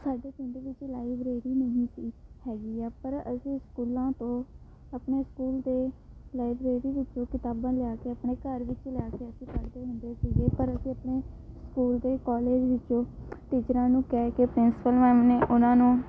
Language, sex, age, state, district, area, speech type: Punjabi, female, 18-30, Punjab, Shaheed Bhagat Singh Nagar, rural, spontaneous